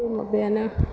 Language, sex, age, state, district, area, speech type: Bodo, female, 30-45, Assam, Chirang, urban, spontaneous